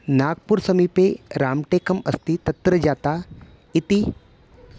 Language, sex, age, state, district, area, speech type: Sanskrit, male, 30-45, Maharashtra, Nagpur, urban, spontaneous